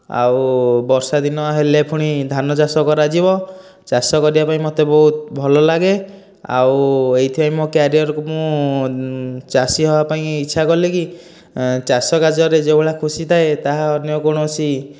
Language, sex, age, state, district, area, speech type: Odia, male, 18-30, Odisha, Dhenkanal, rural, spontaneous